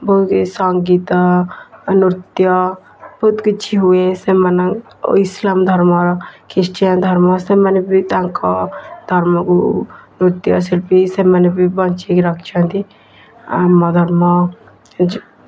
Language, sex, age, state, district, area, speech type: Odia, female, 18-30, Odisha, Kendujhar, urban, spontaneous